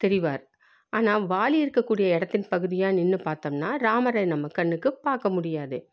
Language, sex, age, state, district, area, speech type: Tamil, female, 45-60, Tamil Nadu, Salem, rural, spontaneous